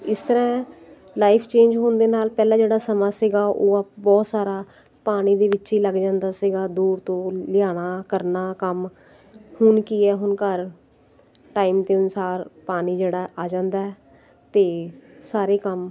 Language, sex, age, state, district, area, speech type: Punjabi, female, 45-60, Punjab, Jalandhar, urban, spontaneous